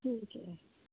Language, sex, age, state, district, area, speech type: Dogri, female, 60+, Jammu and Kashmir, Kathua, rural, conversation